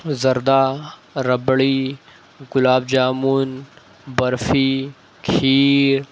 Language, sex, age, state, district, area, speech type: Urdu, male, 18-30, Uttar Pradesh, Shahjahanpur, rural, spontaneous